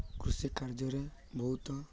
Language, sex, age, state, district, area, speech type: Odia, male, 18-30, Odisha, Malkangiri, urban, spontaneous